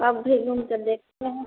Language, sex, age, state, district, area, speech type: Hindi, female, 30-45, Bihar, Vaishali, rural, conversation